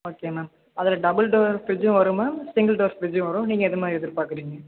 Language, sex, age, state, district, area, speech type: Tamil, male, 18-30, Tamil Nadu, Thanjavur, rural, conversation